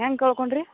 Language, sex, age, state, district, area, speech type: Kannada, female, 60+, Karnataka, Belgaum, rural, conversation